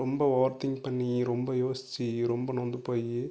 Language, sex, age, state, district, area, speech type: Tamil, male, 18-30, Tamil Nadu, Nagapattinam, urban, spontaneous